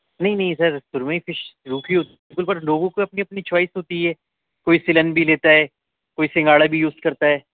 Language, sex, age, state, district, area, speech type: Urdu, male, 30-45, Delhi, Central Delhi, urban, conversation